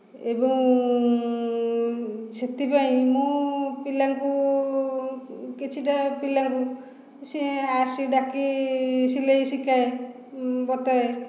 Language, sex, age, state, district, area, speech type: Odia, female, 45-60, Odisha, Khordha, rural, spontaneous